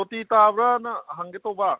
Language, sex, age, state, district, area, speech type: Manipuri, male, 30-45, Manipur, Kangpokpi, urban, conversation